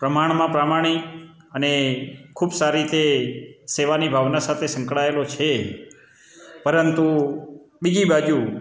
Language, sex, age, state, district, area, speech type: Gujarati, male, 45-60, Gujarat, Amreli, rural, spontaneous